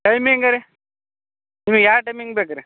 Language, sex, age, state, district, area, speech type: Kannada, male, 30-45, Karnataka, Raichur, rural, conversation